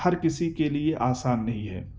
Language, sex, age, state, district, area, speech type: Urdu, male, 18-30, Delhi, Central Delhi, urban, spontaneous